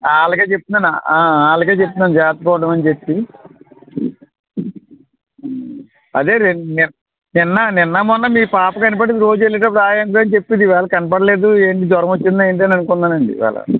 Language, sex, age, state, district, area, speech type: Telugu, male, 45-60, Andhra Pradesh, West Godavari, rural, conversation